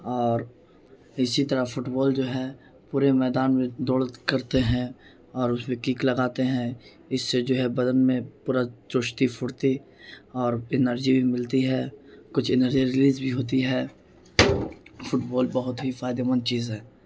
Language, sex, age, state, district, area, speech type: Urdu, male, 18-30, Bihar, Gaya, urban, spontaneous